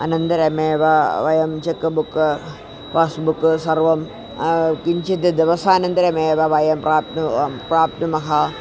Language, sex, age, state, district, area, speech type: Sanskrit, female, 45-60, Kerala, Thiruvananthapuram, urban, spontaneous